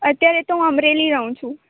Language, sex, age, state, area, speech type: Gujarati, female, 18-30, Gujarat, urban, conversation